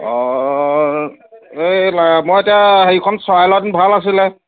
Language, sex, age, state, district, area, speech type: Assamese, male, 30-45, Assam, Sivasagar, rural, conversation